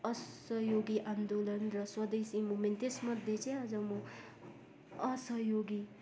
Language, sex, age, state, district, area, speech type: Nepali, female, 18-30, West Bengal, Darjeeling, rural, spontaneous